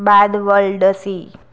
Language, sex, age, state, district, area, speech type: Gujarati, female, 30-45, Gujarat, Anand, rural, spontaneous